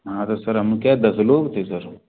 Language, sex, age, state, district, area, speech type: Hindi, male, 45-60, Madhya Pradesh, Gwalior, urban, conversation